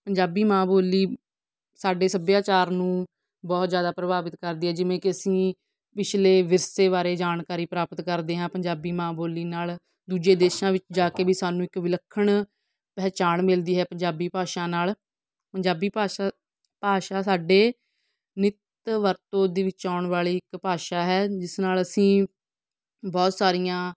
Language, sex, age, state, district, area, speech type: Punjabi, female, 45-60, Punjab, Fatehgarh Sahib, rural, spontaneous